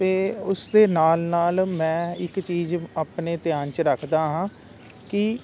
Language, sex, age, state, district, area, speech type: Punjabi, male, 45-60, Punjab, Jalandhar, urban, spontaneous